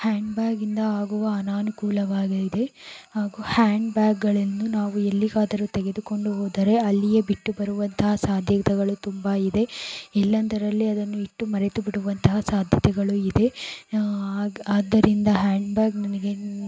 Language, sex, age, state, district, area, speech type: Kannada, female, 45-60, Karnataka, Tumkur, rural, spontaneous